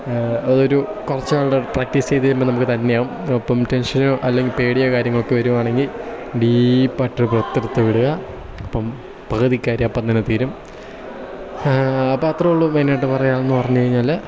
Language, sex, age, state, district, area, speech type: Malayalam, male, 18-30, Kerala, Kottayam, rural, spontaneous